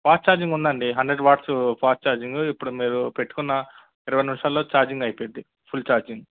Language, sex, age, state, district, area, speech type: Telugu, male, 30-45, Andhra Pradesh, Guntur, urban, conversation